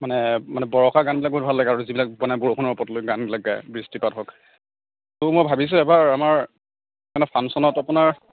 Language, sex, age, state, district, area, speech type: Assamese, male, 30-45, Assam, Darrang, rural, conversation